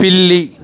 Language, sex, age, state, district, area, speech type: Telugu, male, 30-45, Andhra Pradesh, Sri Balaji, rural, read